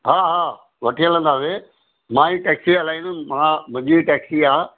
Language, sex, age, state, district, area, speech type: Sindhi, male, 60+, Maharashtra, Mumbai Suburban, urban, conversation